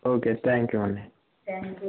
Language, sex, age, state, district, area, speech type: Telugu, female, 45-60, Andhra Pradesh, Kadapa, rural, conversation